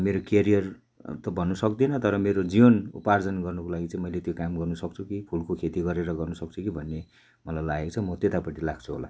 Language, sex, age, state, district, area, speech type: Nepali, male, 60+, West Bengal, Darjeeling, rural, spontaneous